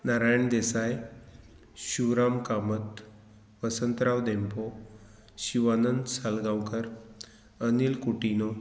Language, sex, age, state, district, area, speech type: Goan Konkani, male, 45-60, Goa, Murmgao, rural, spontaneous